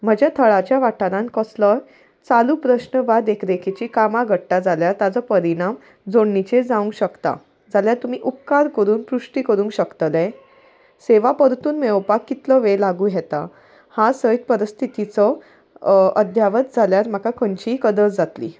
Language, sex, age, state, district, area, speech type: Goan Konkani, female, 30-45, Goa, Salcete, rural, spontaneous